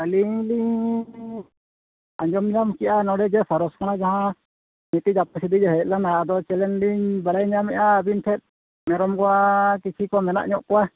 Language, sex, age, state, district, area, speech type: Santali, male, 45-60, Odisha, Mayurbhanj, rural, conversation